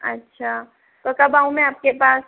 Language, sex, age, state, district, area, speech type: Hindi, female, 60+, Rajasthan, Jaipur, urban, conversation